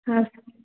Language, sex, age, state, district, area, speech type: Kannada, female, 18-30, Karnataka, Bellary, urban, conversation